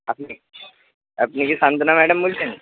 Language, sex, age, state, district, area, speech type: Bengali, male, 18-30, West Bengal, Purba Bardhaman, urban, conversation